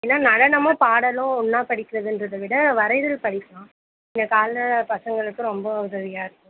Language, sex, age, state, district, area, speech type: Tamil, female, 18-30, Tamil Nadu, Tiruvallur, urban, conversation